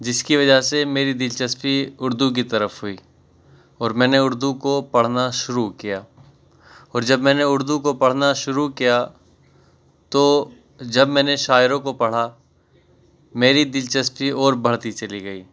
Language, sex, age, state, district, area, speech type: Urdu, male, 18-30, Delhi, South Delhi, urban, spontaneous